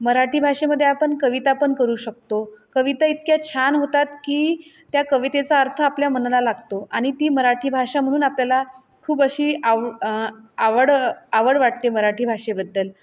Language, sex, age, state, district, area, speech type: Marathi, female, 30-45, Maharashtra, Nagpur, rural, spontaneous